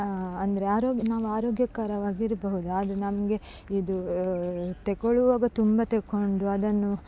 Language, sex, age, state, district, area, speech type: Kannada, female, 18-30, Karnataka, Dakshina Kannada, rural, spontaneous